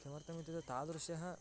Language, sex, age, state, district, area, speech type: Sanskrit, male, 18-30, Karnataka, Bagalkot, rural, spontaneous